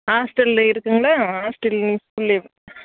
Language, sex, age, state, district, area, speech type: Tamil, female, 30-45, Tamil Nadu, Dharmapuri, rural, conversation